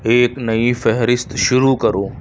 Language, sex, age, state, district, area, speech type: Urdu, male, 18-30, Uttar Pradesh, Lucknow, rural, read